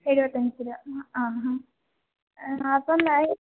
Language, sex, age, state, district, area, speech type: Malayalam, female, 18-30, Kerala, Idukki, rural, conversation